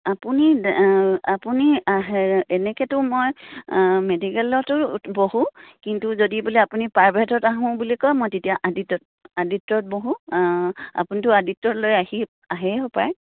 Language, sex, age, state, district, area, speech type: Assamese, female, 45-60, Assam, Dibrugarh, rural, conversation